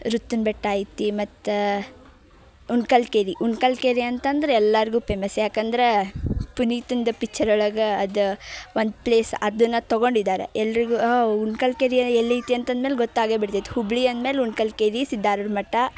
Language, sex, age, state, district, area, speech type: Kannada, female, 18-30, Karnataka, Dharwad, urban, spontaneous